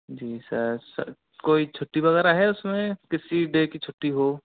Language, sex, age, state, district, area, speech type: Hindi, male, 45-60, Rajasthan, Karauli, rural, conversation